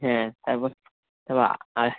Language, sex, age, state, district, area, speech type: Bengali, male, 18-30, West Bengal, Nadia, rural, conversation